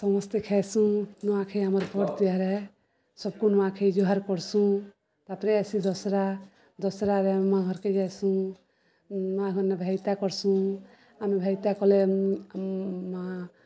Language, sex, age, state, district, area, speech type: Odia, female, 45-60, Odisha, Balangir, urban, spontaneous